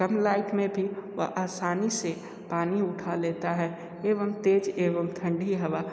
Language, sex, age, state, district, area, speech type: Hindi, male, 60+, Uttar Pradesh, Sonbhadra, rural, spontaneous